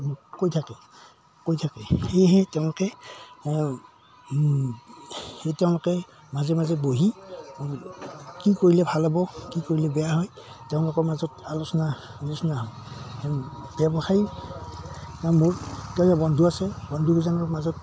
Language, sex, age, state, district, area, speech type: Assamese, male, 60+, Assam, Udalguri, rural, spontaneous